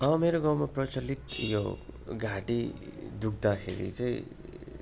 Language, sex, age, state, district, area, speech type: Nepali, male, 30-45, West Bengal, Darjeeling, rural, spontaneous